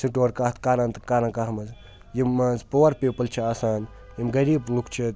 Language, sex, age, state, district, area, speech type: Kashmiri, male, 18-30, Jammu and Kashmir, Srinagar, urban, spontaneous